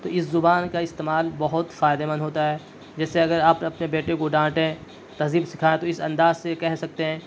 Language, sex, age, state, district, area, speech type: Urdu, male, 18-30, Delhi, South Delhi, urban, spontaneous